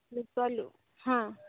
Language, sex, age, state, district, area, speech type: Odia, female, 30-45, Odisha, Subarnapur, urban, conversation